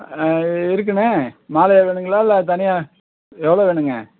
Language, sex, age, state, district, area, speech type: Tamil, male, 45-60, Tamil Nadu, Perambalur, rural, conversation